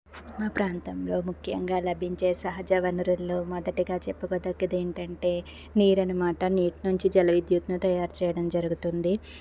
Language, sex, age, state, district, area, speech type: Telugu, female, 30-45, Andhra Pradesh, Palnadu, rural, spontaneous